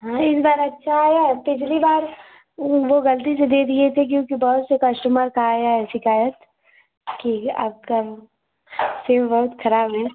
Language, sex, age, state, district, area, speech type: Hindi, female, 30-45, Uttar Pradesh, Azamgarh, urban, conversation